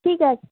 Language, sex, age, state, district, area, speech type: Bengali, female, 30-45, West Bengal, Hooghly, urban, conversation